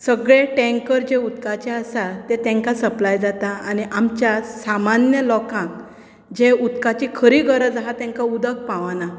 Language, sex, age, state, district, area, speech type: Goan Konkani, female, 30-45, Goa, Bardez, rural, spontaneous